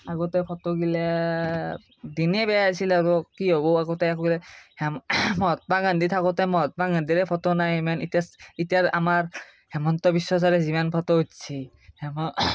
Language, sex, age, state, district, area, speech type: Assamese, male, 30-45, Assam, Darrang, rural, spontaneous